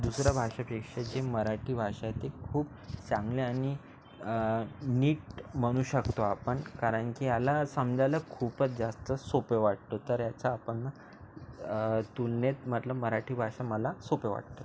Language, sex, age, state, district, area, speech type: Marathi, male, 18-30, Maharashtra, Nagpur, urban, spontaneous